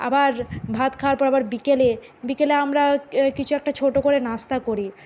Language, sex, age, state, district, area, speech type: Bengali, female, 45-60, West Bengal, Bankura, urban, spontaneous